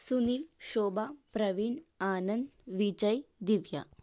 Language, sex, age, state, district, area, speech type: Kannada, female, 30-45, Karnataka, Tumkur, rural, spontaneous